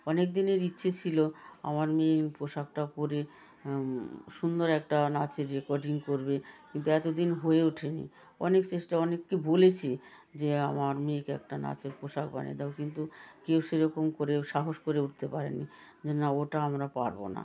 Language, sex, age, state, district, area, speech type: Bengali, female, 60+, West Bengal, South 24 Parganas, rural, spontaneous